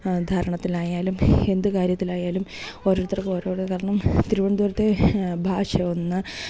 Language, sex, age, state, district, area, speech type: Malayalam, female, 30-45, Kerala, Thiruvananthapuram, urban, spontaneous